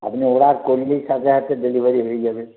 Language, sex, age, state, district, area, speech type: Bengali, male, 60+, West Bengal, Uttar Dinajpur, rural, conversation